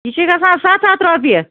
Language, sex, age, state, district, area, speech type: Kashmiri, female, 30-45, Jammu and Kashmir, Budgam, rural, conversation